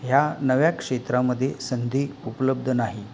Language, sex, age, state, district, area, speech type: Marathi, male, 45-60, Maharashtra, Palghar, rural, spontaneous